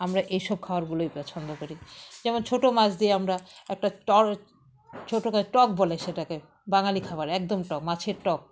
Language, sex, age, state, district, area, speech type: Bengali, female, 45-60, West Bengal, Alipurduar, rural, spontaneous